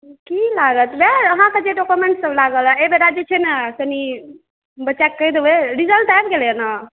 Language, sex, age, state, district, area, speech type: Maithili, female, 30-45, Bihar, Supaul, urban, conversation